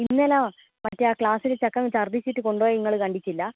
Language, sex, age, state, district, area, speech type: Malayalam, female, 18-30, Kerala, Kannur, rural, conversation